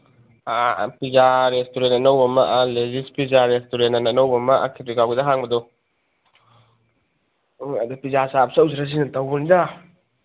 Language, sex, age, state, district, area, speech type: Manipuri, male, 30-45, Manipur, Thoubal, rural, conversation